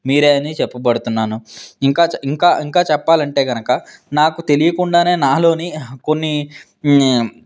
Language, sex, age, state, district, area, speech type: Telugu, male, 18-30, Andhra Pradesh, Vizianagaram, urban, spontaneous